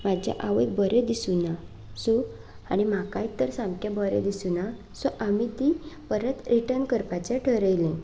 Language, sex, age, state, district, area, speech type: Goan Konkani, female, 18-30, Goa, Canacona, rural, spontaneous